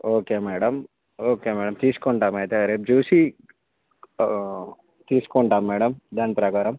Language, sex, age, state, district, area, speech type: Telugu, male, 45-60, Andhra Pradesh, Visakhapatnam, urban, conversation